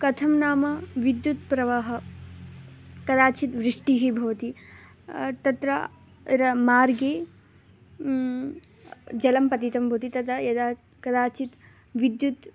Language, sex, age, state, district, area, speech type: Sanskrit, female, 18-30, Karnataka, Bangalore Rural, rural, spontaneous